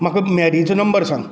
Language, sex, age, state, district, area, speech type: Goan Konkani, male, 60+, Goa, Canacona, rural, read